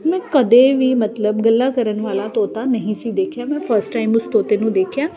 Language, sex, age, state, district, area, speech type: Punjabi, female, 30-45, Punjab, Ludhiana, urban, spontaneous